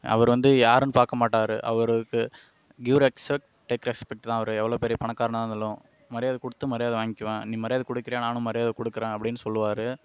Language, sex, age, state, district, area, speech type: Tamil, male, 18-30, Tamil Nadu, Kallakurichi, rural, spontaneous